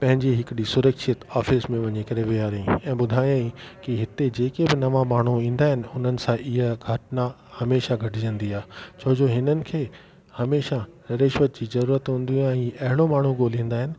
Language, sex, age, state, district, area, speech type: Sindhi, male, 45-60, Delhi, South Delhi, urban, spontaneous